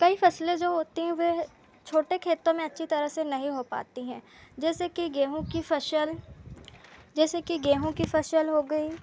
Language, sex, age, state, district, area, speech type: Hindi, female, 18-30, Madhya Pradesh, Seoni, urban, spontaneous